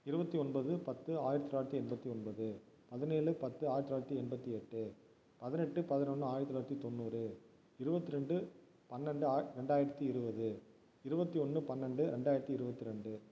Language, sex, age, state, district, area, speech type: Tamil, male, 30-45, Tamil Nadu, Viluppuram, urban, spontaneous